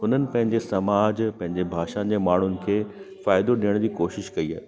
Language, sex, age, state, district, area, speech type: Sindhi, male, 30-45, Delhi, South Delhi, urban, spontaneous